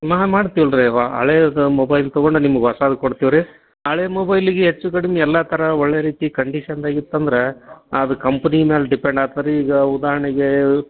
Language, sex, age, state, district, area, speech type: Kannada, male, 45-60, Karnataka, Dharwad, rural, conversation